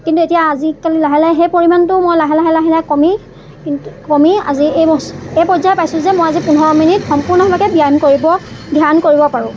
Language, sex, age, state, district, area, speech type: Assamese, female, 30-45, Assam, Dibrugarh, rural, spontaneous